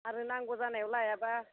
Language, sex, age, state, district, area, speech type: Bodo, female, 45-60, Assam, Udalguri, rural, conversation